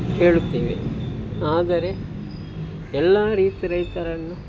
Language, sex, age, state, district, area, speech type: Kannada, male, 45-60, Karnataka, Dakshina Kannada, rural, spontaneous